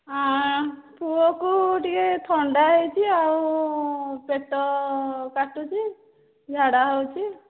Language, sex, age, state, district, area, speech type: Odia, female, 30-45, Odisha, Dhenkanal, rural, conversation